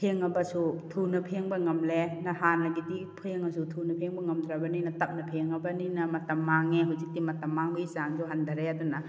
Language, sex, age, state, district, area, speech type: Manipuri, female, 45-60, Manipur, Kakching, rural, spontaneous